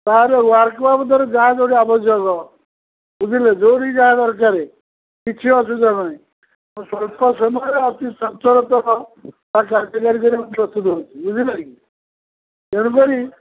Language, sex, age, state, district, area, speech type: Odia, male, 45-60, Odisha, Sundergarh, rural, conversation